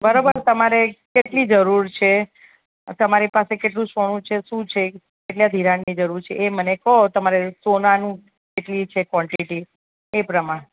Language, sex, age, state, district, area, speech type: Gujarati, female, 45-60, Gujarat, Ahmedabad, urban, conversation